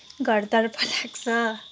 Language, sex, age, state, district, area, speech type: Nepali, female, 18-30, West Bengal, Kalimpong, rural, spontaneous